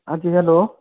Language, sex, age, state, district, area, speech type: Hindi, male, 18-30, Bihar, Samastipur, urban, conversation